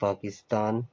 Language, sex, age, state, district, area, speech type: Urdu, male, 60+, Uttar Pradesh, Gautam Buddha Nagar, urban, spontaneous